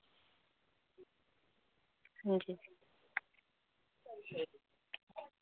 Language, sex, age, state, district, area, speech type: Dogri, female, 18-30, Jammu and Kashmir, Samba, rural, conversation